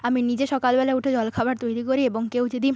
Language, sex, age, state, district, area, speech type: Bengali, female, 30-45, West Bengal, Nadia, rural, spontaneous